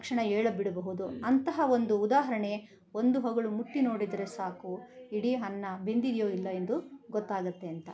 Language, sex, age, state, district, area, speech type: Kannada, female, 60+, Karnataka, Bangalore Rural, rural, spontaneous